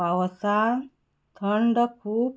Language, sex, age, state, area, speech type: Goan Konkani, female, 45-60, Goa, rural, spontaneous